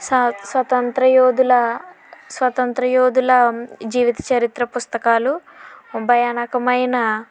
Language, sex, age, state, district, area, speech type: Telugu, female, 60+, Andhra Pradesh, Kakinada, rural, spontaneous